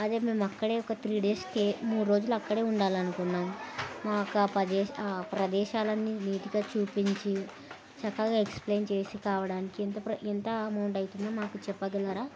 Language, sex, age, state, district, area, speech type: Telugu, female, 30-45, Andhra Pradesh, Kurnool, rural, spontaneous